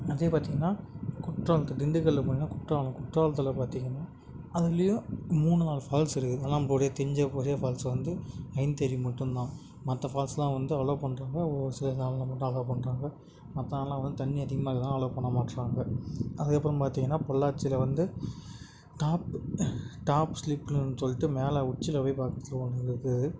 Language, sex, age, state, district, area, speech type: Tamil, male, 18-30, Tamil Nadu, Tiruvannamalai, urban, spontaneous